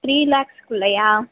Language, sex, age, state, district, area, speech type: Tamil, female, 30-45, Tamil Nadu, Madurai, urban, conversation